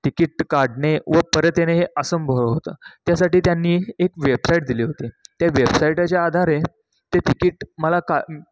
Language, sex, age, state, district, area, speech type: Marathi, male, 18-30, Maharashtra, Satara, rural, spontaneous